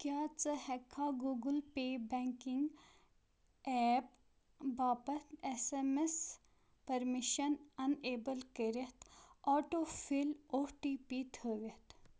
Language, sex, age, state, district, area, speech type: Kashmiri, female, 18-30, Jammu and Kashmir, Kupwara, rural, read